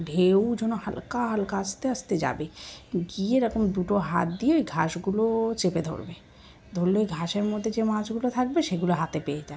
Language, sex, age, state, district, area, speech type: Bengali, female, 18-30, West Bengal, Dakshin Dinajpur, urban, spontaneous